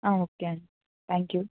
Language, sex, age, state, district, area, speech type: Telugu, female, 18-30, Andhra Pradesh, Annamaya, rural, conversation